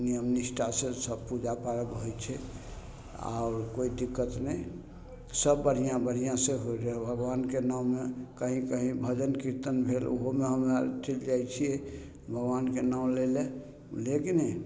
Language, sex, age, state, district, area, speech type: Maithili, male, 45-60, Bihar, Samastipur, rural, spontaneous